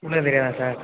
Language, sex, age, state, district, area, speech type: Tamil, male, 18-30, Tamil Nadu, Nagapattinam, rural, conversation